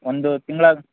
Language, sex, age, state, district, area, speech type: Kannada, male, 18-30, Karnataka, Bellary, rural, conversation